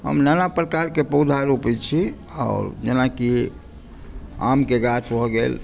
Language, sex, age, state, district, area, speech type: Maithili, male, 45-60, Bihar, Madhubani, rural, spontaneous